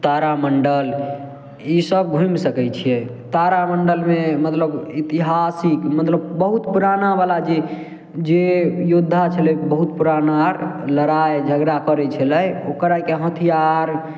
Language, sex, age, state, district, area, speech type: Maithili, male, 18-30, Bihar, Samastipur, rural, spontaneous